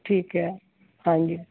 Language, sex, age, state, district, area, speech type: Punjabi, female, 60+, Punjab, Fazilka, rural, conversation